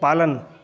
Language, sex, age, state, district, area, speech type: Hindi, male, 30-45, Bihar, Vaishali, rural, read